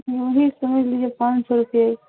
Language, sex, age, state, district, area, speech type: Hindi, female, 45-60, Uttar Pradesh, Ayodhya, rural, conversation